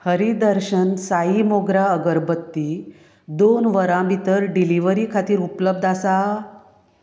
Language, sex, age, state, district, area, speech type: Goan Konkani, female, 45-60, Goa, Canacona, rural, read